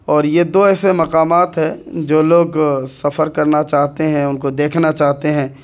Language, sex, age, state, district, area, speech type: Urdu, male, 18-30, Bihar, Purnia, rural, spontaneous